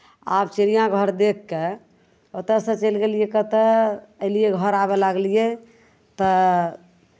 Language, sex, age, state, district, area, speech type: Maithili, female, 45-60, Bihar, Madhepura, rural, spontaneous